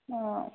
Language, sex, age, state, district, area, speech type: Assamese, female, 18-30, Assam, Dhemaji, rural, conversation